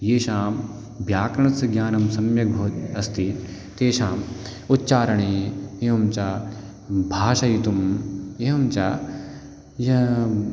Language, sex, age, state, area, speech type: Sanskrit, male, 18-30, Uttarakhand, rural, spontaneous